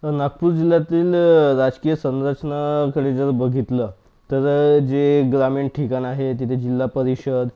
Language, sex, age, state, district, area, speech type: Marathi, male, 30-45, Maharashtra, Nagpur, urban, spontaneous